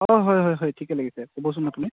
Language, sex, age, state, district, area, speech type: Assamese, male, 18-30, Assam, Nalbari, rural, conversation